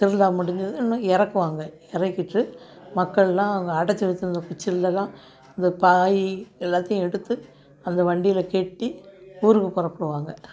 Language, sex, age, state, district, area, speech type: Tamil, female, 60+, Tamil Nadu, Thoothukudi, rural, spontaneous